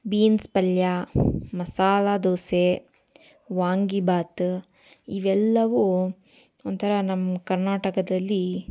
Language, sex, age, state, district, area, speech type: Kannada, female, 18-30, Karnataka, Tumkur, urban, spontaneous